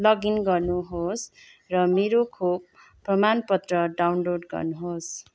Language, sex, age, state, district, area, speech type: Nepali, female, 30-45, West Bengal, Kalimpong, rural, read